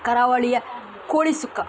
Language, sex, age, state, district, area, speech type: Kannada, female, 30-45, Karnataka, Udupi, rural, spontaneous